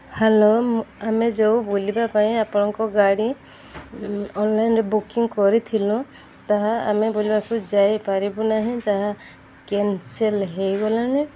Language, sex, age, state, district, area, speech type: Odia, female, 45-60, Odisha, Sundergarh, urban, spontaneous